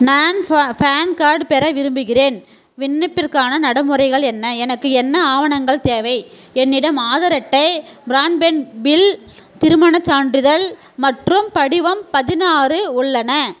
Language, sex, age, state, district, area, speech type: Tamil, female, 30-45, Tamil Nadu, Tirupattur, rural, read